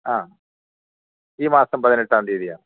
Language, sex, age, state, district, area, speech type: Malayalam, male, 45-60, Kerala, Thiruvananthapuram, rural, conversation